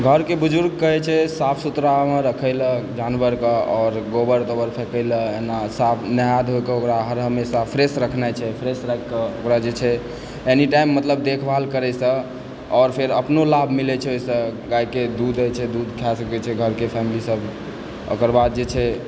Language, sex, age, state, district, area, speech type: Maithili, male, 18-30, Bihar, Supaul, rural, spontaneous